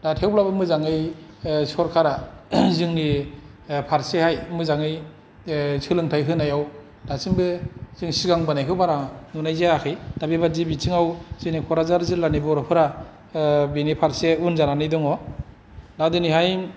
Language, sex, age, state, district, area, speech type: Bodo, male, 45-60, Assam, Kokrajhar, urban, spontaneous